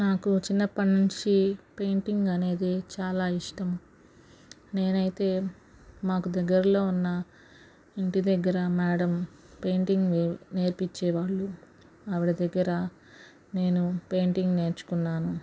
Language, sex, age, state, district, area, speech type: Telugu, female, 45-60, Andhra Pradesh, Guntur, urban, spontaneous